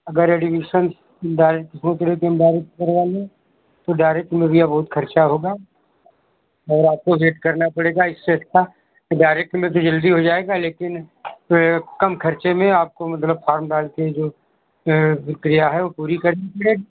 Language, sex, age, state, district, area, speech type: Hindi, male, 60+, Uttar Pradesh, Sitapur, rural, conversation